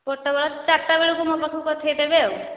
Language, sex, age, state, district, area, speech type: Odia, female, 30-45, Odisha, Nayagarh, rural, conversation